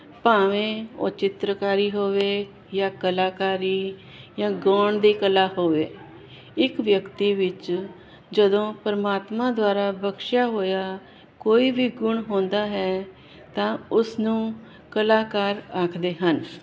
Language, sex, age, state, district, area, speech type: Punjabi, female, 45-60, Punjab, Jalandhar, urban, spontaneous